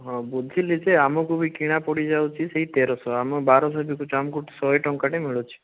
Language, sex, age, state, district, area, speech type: Odia, male, 18-30, Odisha, Bhadrak, rural, conversation